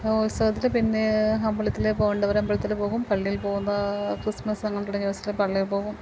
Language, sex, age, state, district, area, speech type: Malayalam, female, 45-60, Kerala, Kottayam, rural, spontaneous